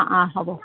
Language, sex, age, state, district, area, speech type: Assamese, female, 60+, Assam, Dhemaji, rural, conversation